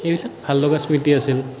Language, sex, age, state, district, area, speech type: Assamese, male, 18-30, Assam, Nalbari, rural, spontaneous